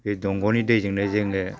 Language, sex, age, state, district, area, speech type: Bodo, male, 60+, Assam, Chirang, rural, spontaneous